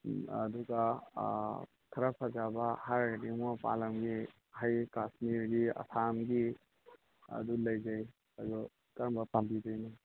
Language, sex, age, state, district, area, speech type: Manipuri, male, 45-60, Manipur, Imphal East, rural, conversation